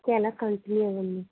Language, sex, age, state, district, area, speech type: Telugu, female, 30-45, Andhra Pradesh, Anakapalli, urban, conversation